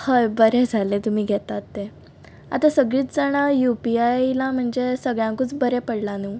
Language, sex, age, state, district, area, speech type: Goan Konkani, female, 18-30, Goa, Ponda, rural, spontaneous